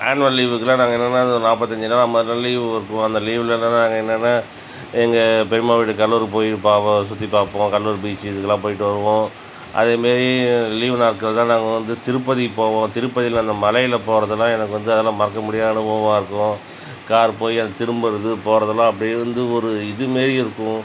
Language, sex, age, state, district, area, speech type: Tamil, male, 45-60, Tamil Nadu, Cuddalore, rural, spontaneous